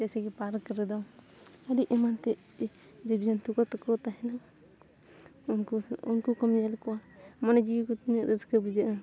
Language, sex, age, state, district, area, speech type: Santali, female, 30-45, Jharkhand, Bokaro, rural, spontaneous